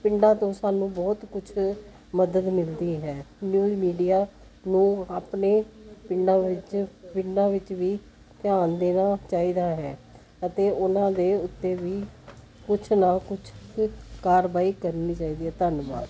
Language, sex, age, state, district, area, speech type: Punjabi, female, 60+, Punjab, Jalandhar, urban, spontaneous